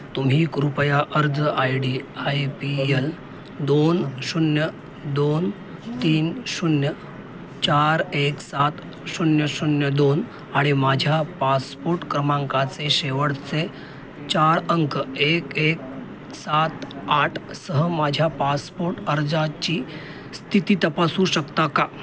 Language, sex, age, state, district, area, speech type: Marathi, male, 30-45, Maharashtra, Mumbai Suburban, urban, read